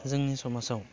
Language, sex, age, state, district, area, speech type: Bodo, male, 30-45, Assam, Baksa, urban, spontaneous